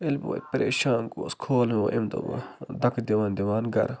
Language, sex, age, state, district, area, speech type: Kashmiri, male, 45-60, Jammu and Kashmir, Baramulla, rural, spontaneous